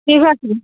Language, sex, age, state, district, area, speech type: Bengali, female, 30-45, West Bengal, Uttar Dinajpur, urban, conversation